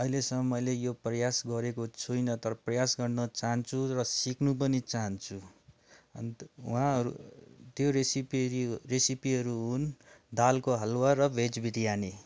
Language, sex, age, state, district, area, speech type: Nepali, male, 30-45, West Bengal, Darjeeling, rural, spontaneous